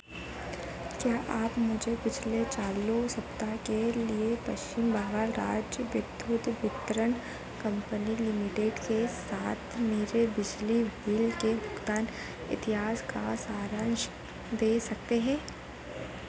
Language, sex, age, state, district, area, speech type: Hindi, female, 30-45, Madhya Pradesh, Harda, urban, read